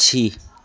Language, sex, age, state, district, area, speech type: Hindi, male, 18-30, Uttar Pradesh, Sonbhadra, rural, read